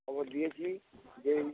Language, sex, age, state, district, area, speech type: Bengali, male, 45-60, West Bengal, North 24 Parganas, urban, conversation